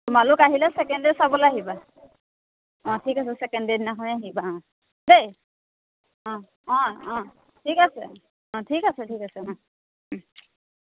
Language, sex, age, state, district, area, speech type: Assamese, female, 30-45, Assam, Majuli, urban, conversation